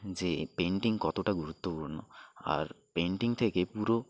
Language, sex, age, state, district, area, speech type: Bengali, male, 60+, West Bengal, Purba Medinipur, rural, spontaneous